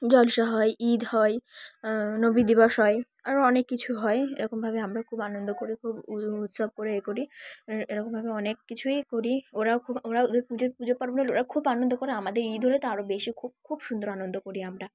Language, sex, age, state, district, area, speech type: Bengali, female, 18-30, West Bengal, Dakshin Dinajpur, urban, spontaneous